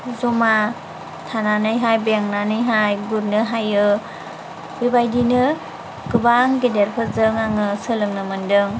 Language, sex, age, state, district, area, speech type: Bodo, female, 30-45, Assam, Chirang, rural, spontaneous